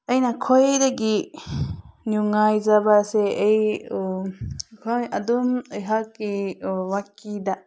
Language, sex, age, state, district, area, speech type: Manipuri, female, 30-45, Manipur, Senapati, rural, spontaneous